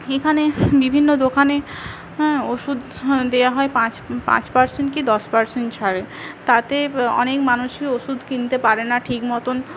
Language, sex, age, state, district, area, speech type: Bengali, female, 18-30, West Bengal, Paschim Medinipur, rural, spontaneous